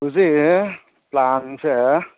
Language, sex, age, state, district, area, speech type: Manipuri, male, 30-45, Manipur, Ukhrul, rural, conversation